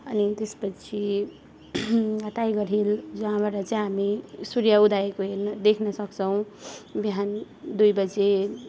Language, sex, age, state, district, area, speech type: Nepali, female, 18-30, West Bengal, Darjeeling, rural, spontaneous